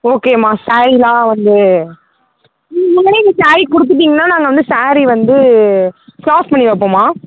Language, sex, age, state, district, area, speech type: Tamil, female, 18-30, Tamil Nadu, Thanjavur, rural, conversation